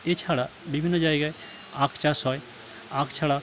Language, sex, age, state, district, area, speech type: Bengali, male, 45-60, West Bengal, Jhargram, rural, spontaneous